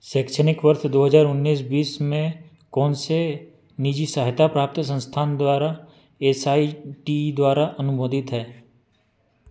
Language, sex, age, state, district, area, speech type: Hindi, male, 30-45, Madhya Pradesh, Betul, urban, read